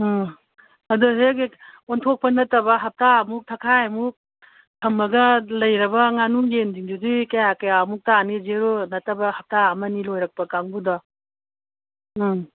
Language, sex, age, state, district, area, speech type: Manipuri, female, 45-60, Manipur, Imphal East, rural, conversation